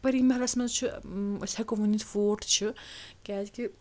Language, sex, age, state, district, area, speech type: Kashmiri, female, 30-45, Jammu and Kashmir, Srinagar, urban, spontaneous